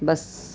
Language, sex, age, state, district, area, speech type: Urdu, female, 30-45, Delhi, South Delhi, rural, spontaneous